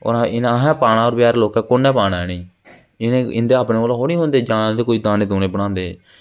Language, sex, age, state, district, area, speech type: Dogri, male, 18-30, Jammu and Kashmir, Jammu, rural, spontaneous